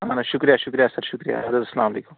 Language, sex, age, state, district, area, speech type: Kashmiri, male, 18-30, Jammu and Kashmir, Bandipora, rural, conversation